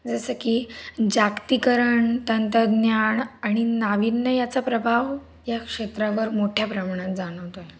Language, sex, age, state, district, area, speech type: Marathi, female, 18-30, Maharashtra, Nashik, urban, spontaneous